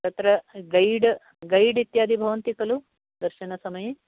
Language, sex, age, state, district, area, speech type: Sanskrit, female, 60+, Karnataka, Uttara Kannada, urban, conversation